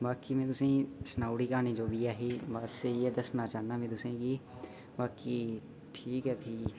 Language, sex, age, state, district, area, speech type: Dogri, male, 18-30, Jammu and Kashmir, Udhampur, rural, spontaneous